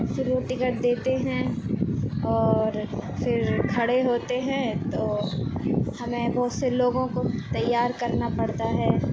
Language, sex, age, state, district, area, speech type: Urdu, female, 45-60, Bihar, Khagaria, rural, spontaneous